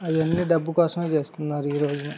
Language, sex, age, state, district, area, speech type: Telugu, male, 18-30, Andhra Pradesh, Guntur, rural, spontaneous